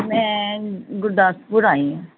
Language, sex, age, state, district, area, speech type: Punjabi, female, 45-60, Punjab, Gurdaspur, urban, conversation